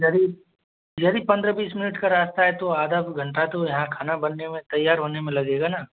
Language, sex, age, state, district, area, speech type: Hindi, male, 60+, Madhya Pradesh, Bhopal, urban, conversation